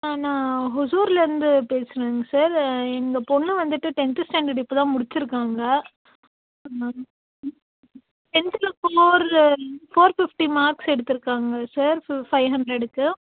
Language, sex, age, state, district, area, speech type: Tamil, female, 18-30, Tamil Nadu, Krishnagiri, rural, conversation